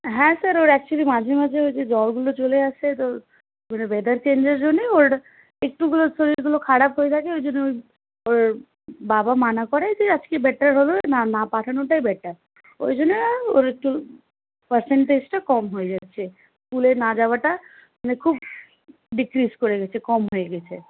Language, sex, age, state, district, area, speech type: Bengali, female, 18-30, West Bengal, Malda, rural, conversation